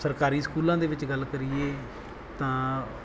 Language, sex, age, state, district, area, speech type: Punjabi, male, 30-45, Punjab, Bathinda, rural, spontaneous